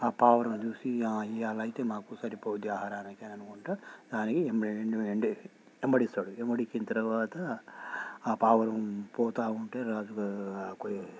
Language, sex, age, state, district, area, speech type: Telugu, male, 45-60, Telangana, Hyderabad, rural, spontaneous